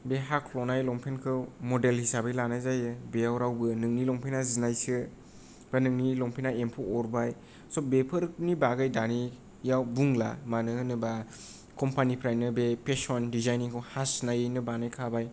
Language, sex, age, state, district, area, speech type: Bodo, male, 18-30, Assam, Kokrajhar, rural, spontaneous